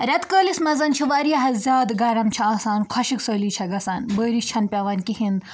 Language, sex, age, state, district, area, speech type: Kashmiri, female, 18-30, Jammu and Kashmir, Budgam, rural, spontaneous